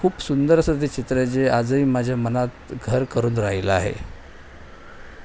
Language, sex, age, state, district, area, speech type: Marathi, male, 45-60, Maharashtra, Mumbai Suburban, urban, spontaneous